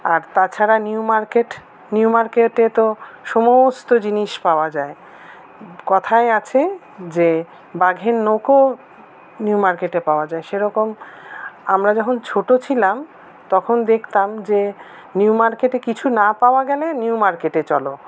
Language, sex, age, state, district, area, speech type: Bengali, female, 45-60, West Bengal, Paschim Bardhaman, urban, spontaneous